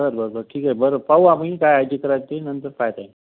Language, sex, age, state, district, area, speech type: Marathi, male, 45-60, Maharashtra, Buldhana, rural, conversation